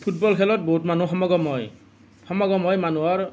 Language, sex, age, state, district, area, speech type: Assamese, male, 30-45, Assam, Nalbari, rural, spontaneous